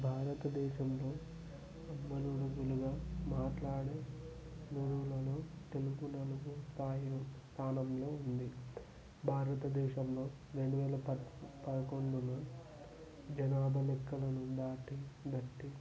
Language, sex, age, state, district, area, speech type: Telugu, male, 18-30, Telangana, Nirmal, rural, spontaneous